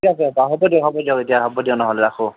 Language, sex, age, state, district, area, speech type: Assamese, male, 45-60, Assam, Morigaon, rural, conversation